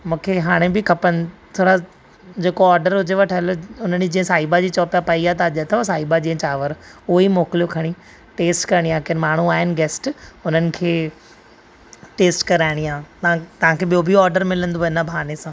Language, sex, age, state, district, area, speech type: Sindhi, male, 30-45, Maharashtra, Thane, urban, spontaneous